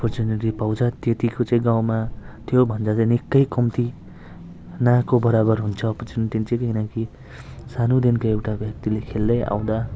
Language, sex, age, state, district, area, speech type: Nepali, male, 30-45, West Bengal, Jalpaiguri, rural, spontaneous